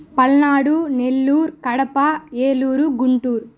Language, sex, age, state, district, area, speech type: Telugu, female, 18-30, Andhra Pradesh, Sri Balaji, urban, spontaneous